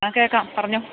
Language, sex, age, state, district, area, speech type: Malayalam, female, 60+, Kerala, Idukki, rural, conversation